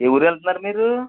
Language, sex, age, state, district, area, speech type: Telugu, male, 45-60, Andhra Pradesh, West Godavari, rural, conversation